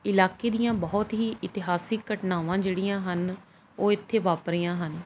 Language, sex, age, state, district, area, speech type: Punjabi, male, 45-60, Punjab, Pathankot, rural, spontaneous